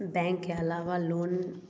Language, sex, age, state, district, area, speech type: Hindi, female, 30-45, Bihar, Samastipur, urban, spontaneous